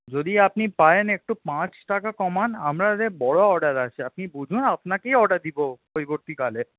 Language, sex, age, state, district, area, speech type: Bengali, male, 18-30, West Bengal, Paschim Bardhaman, urban, conversation